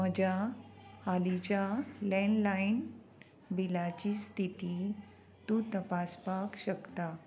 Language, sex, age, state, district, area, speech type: Goan Konkani, female, 45-60, Goa, Murmgao, rural, read